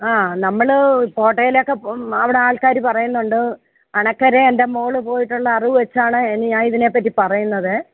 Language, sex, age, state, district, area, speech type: Malayalam, female, 60+, Kerala, Kollam, rural, conversation